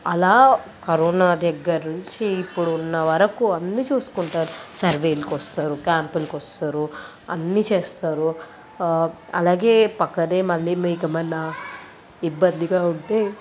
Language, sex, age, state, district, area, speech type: Telugu, female, 18-30, Telangana, Medchal, urban, spontaneous